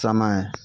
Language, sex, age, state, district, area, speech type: Hindi, male, 30-45, Uttar Pradesh, Chandauli, rural, read